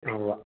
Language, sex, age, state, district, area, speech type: Malayalam, male, 45-60, Kerala, Idukki, rural, conversation